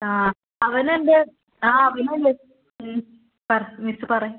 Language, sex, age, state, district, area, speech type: Malayalam, female, 18-30, Kerala, Kasaragod, rural, conversation